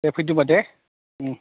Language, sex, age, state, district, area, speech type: Bodo, male, 45-60, Assam, Kokrajhar, rural, conversation